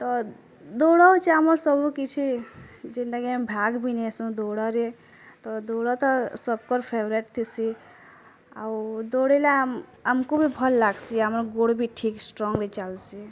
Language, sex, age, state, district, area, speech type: Odia, female, 18-30, Odisha, Bargarh, rural, spontaneous